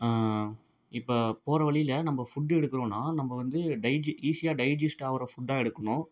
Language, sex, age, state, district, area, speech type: Tamil, male, 18-30, Tamil Nadu, Ariyalur, rural, spontaneous